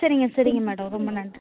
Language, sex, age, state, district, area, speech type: Tamil, female, 18-30, Tamil Nadu, Nagapattinam, rural, conversation